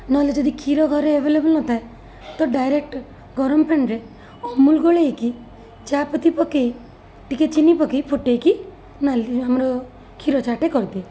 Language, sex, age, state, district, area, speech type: Odia, female, 30-45, Odisha, Cuttack, urban, spontaneous